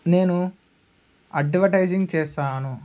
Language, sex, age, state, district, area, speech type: Telugu, male, 18-30, Andhra Pradesh, Alluri Sitarama Raju, rural, spontaneous